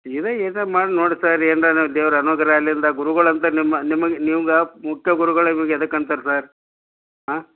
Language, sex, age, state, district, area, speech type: Kannada, male, 45-60, Karnataka, Gulbarga, urban, conversation